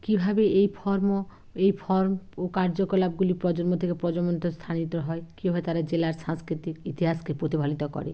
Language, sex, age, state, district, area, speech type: Bengali, female, 60+, West Bengal, Bankura, urban, spontaneous